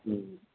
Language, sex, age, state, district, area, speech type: Urdu, male, 18-30, Delhi, Central Delhi, urban, conversation